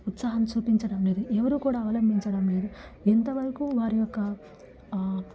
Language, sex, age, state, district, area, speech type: Telugu, female, 18-30, Andhra Pradesh, Nellore, rural, spontaneous